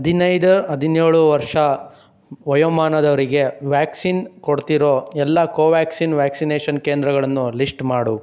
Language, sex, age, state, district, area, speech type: Kannada, male, 18-30, Karnataka, Chikkaballapur, rural, read